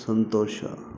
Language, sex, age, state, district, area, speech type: Kannada, male, 30-45, Karnataka, Bangalore Urban, urban, read